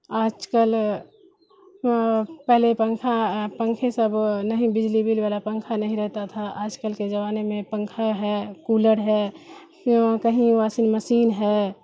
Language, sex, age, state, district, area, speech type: Urdu, female, 60+, Bihar, Khagaria, rural, spontaneous